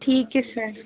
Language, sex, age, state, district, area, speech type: Hindi, female, 18-30, Rajasthan, Jaipur, rural, conversation